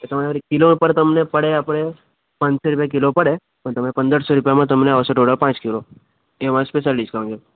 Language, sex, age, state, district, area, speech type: Gujarati, male, 18-30, Gujarat, Kheda, rural, conversation